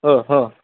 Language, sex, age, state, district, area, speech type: Marathi, male, 18-30, Maharashtra, Osmanabad, rural, conversation